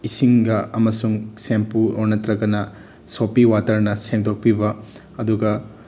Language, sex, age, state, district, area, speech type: Manipuri, male, 18-30, Manipur, Bishnupur, rural, spontaneous